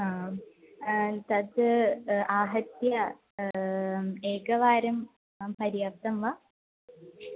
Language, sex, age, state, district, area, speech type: Sanskrit, female, 18-30, Kerala, Thrissur, urban, conversation